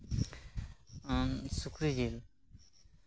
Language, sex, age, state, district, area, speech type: Santali, male, 18-30, West Bengal, Birbhum, rural, spontaneous